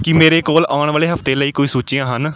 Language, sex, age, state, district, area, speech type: Punjabi, male, 30-45, Punjab, Amritsar, urban, read